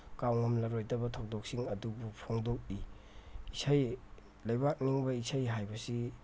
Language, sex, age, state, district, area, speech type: Manipuri, male, 30-45, Manipur, Tengnoupal, rural, spontaneous